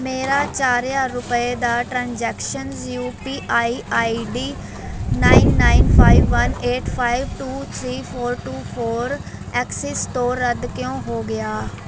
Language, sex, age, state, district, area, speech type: Punjabi, female, 30-45, Punjab, Mansa, urban, read